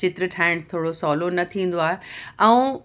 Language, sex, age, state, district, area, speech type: Sindhi, female, 30-45, Uttar Pradesh, Lucknow, urban, spontaneous